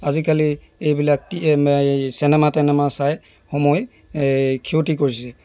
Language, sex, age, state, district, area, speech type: Assamese, male, 60+, Assam, Dibrugarh, rural, spontaneous